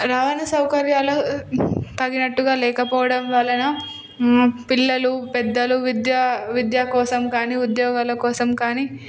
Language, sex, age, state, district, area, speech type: Telugu, female, 18-30, Telangana, Hyderabad, urban, spontaneous